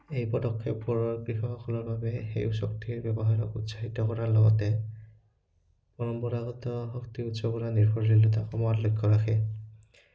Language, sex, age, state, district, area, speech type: Assamese, male, 18-30, Assam, Udalguri, rural, spontaneous